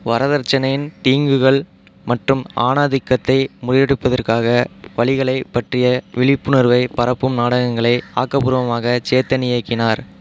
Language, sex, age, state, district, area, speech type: Tamil, male, 30-45, Tamil Nadu, Pudukkottai, rural, read